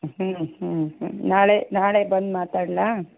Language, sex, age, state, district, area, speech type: Kannada, female, 45-60, Karnataka, Uttara Kannada, rural, conversation